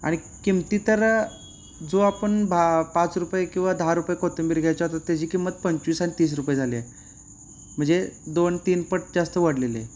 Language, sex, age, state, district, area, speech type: Marathi, male, 18-30, Maharashtra, Sangli, urban, spontaneous